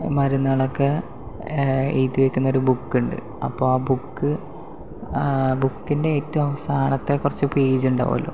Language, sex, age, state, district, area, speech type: Malayalam, male, 18-30, Kerala, Palakkad, rural, spontaneous